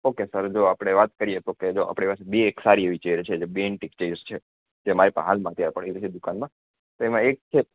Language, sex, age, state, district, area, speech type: Gujarati, male, 18-30, Gujarat, Junagadh, urban, conversation